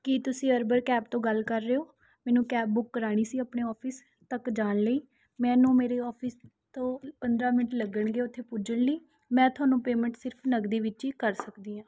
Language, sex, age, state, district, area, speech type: Punjabi, female, 18-30, Punjab, Rupnagar, urban, spontaneous